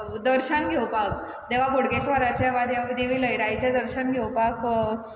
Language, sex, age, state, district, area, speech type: Goan Konkani, female, 18-30, Goa, Quepem, rural, spontaneous